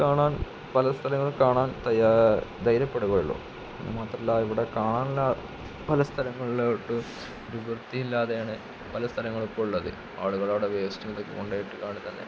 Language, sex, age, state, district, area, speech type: Malayalam, male, 18-30, Kerala, Malappuram, rural, spontaneous